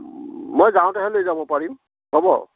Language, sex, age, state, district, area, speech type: Assamese, male, 60+, Assam, Nagaon, rural, conversation